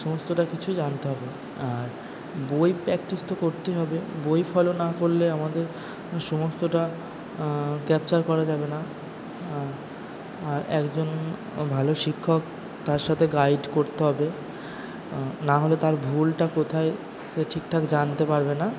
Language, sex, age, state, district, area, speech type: Bengali, male, 30-45, West Bengal, Purba Bardhaman, urban, spontaneous